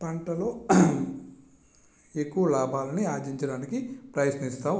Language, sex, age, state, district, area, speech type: Telugu, male, 45-60, Andhra Pradesh, Visakhapatnam, rural, spontaneous